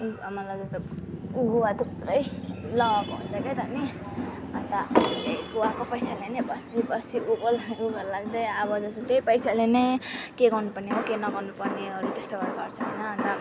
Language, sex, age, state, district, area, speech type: Nepali, female, 18-30, West Bengal, Alipurduar, rural, spontaneous